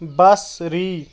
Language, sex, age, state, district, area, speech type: Kashmiri, male, 18-30, Jammu and Kashmir, Kulgam, urban, read